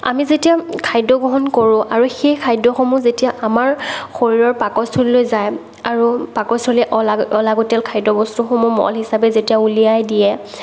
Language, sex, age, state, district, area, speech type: Assamese, female, 18-30, Assam, Morigaon, rural, spontaneous